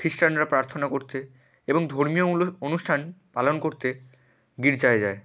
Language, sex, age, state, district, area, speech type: Bengali, male, 18-30, West Bengal, Hooghly, urban, spontaneous